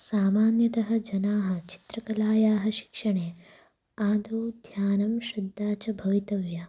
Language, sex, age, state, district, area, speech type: Sanskrit, female, 18-30, Karnataka, Uttara Kannada, rural, spontaneous